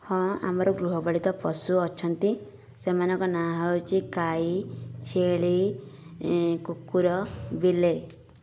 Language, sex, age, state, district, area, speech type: Odia, female, 30-45, Odisha, Nayagarh, rural, spontaneous